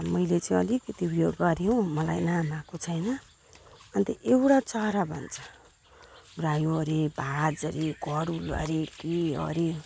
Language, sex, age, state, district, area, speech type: Nepali, female, 45-60, West Bengal, Alipurduar, urban, spontaneous